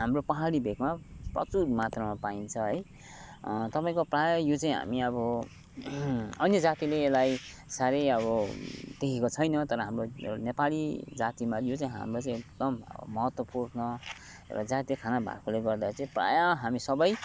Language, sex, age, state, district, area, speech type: Nepali, male, 30-45, West Bengal, Kalimpong, rural, spontaneous